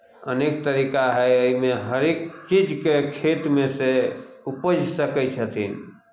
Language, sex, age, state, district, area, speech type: Maithili, male, 45-60, Bihar, Samastipur, urban, spontaneous